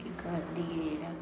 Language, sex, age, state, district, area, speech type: Dogri, female, 30-45, Jammu and Kashmir, Reasi, rural, spontaneous